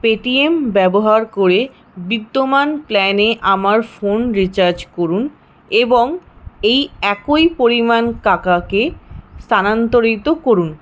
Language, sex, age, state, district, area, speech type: Bengali, female, 18-30, West Bengal, Paschim Bardhaman, rural, read